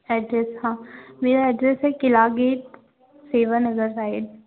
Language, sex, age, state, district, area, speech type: Hindi, female, 18-30, Madhya Pradesh, Gwalior, rural, conversation